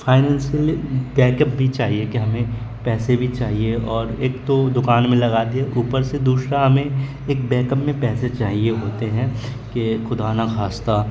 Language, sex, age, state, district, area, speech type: Urdu, male, 30-45, Bihar, Supaul, urban, spontaneous